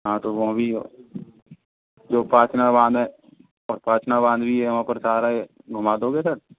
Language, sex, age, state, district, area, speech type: Hindi, male, 18-30, Rajasthan, Karauli, rural, conversation